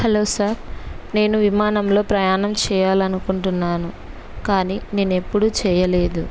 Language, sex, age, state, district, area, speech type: Telugu, female, 30-45, Andhra Pradesh, Kurnool, rural, spontaneous